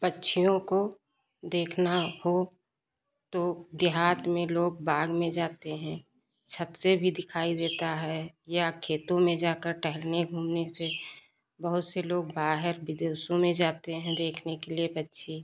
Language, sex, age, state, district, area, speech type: Hindi, female, 45-60, Uttar Pradesh, Lucknow, rural, spontaneous